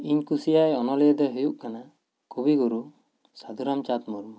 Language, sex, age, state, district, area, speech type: Santali, male, 30-45, West Bengal, Bankura, rural, spontaneous